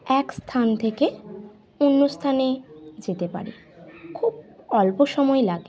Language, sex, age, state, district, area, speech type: Bengali, female, 30-45, West Bengal, Bankura, urban, spontaneous